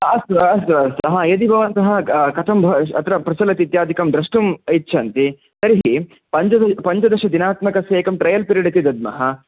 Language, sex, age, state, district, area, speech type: Sanskrit, male, 18-30, Karnataka, Chikkamagaluru, rural, conversation